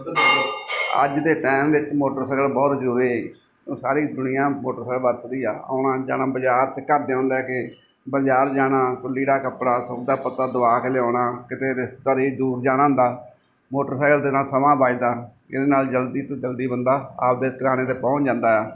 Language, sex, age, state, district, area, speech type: Punjabi, male, 45-60, Punjab, Mansa, urban, spontaneous